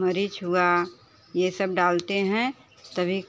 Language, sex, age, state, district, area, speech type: Hindi, female, 30-45, Uttar Pradesh, Bhadohi, rural, spontaneous